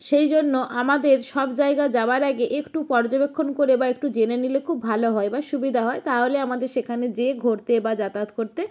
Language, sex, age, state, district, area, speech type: Bengali, female, 45-60, West Bengal, Jalpaiguri, rural, spontaneous